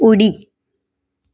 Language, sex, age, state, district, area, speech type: Goan Konkani, female, 18-30, Goa, Ponda, rural, read